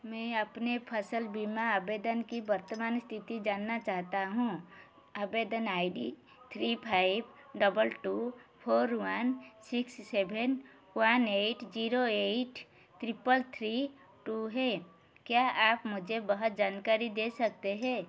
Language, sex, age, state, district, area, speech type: Hindi, female, 45-60, Madhya Pradesh, Chhindwara, rural, read